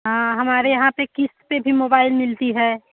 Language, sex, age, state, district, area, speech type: Hindi, female, 30-45, Uttar Pradesh, Prayagraj, urban, conversation